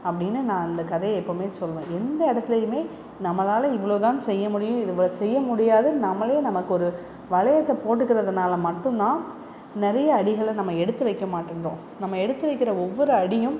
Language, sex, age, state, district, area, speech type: Tamil, female, 30-45, Tamil Nadu, Salem, urban, spontaneous